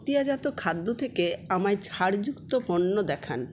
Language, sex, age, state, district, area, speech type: Bengali, female, 60+, West Bengal, Purulia, rural, read